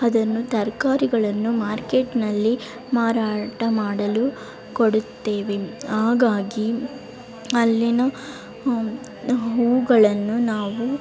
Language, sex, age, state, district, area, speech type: Kannada, female, 18-30, Karnataka, Chamarajanagar, urban, spontaneous